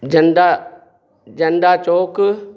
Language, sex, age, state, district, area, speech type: Sindhi, male, 60+, Gujarat, Kutch, rural, spontaneous